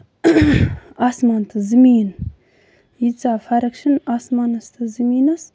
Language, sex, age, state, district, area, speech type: Kashmiri, female, 18-30, Jammu and Kashmir, Kupwara, rural, spontaneous